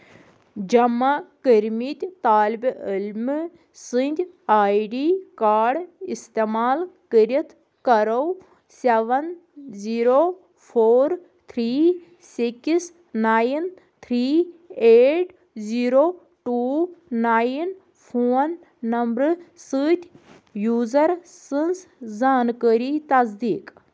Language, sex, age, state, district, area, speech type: Kashmiri, female, 30-45, Jammu and Kashmir, Anantnag, rural, read